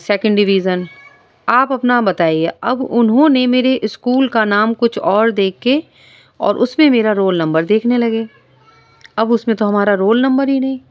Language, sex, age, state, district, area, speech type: Urdu, female, 30-45, Delhi, South Delhi, rural, spontaneous